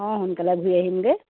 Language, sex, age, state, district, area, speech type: Assamese, female, 60+, Assam, Lakhimpur, rural, conversation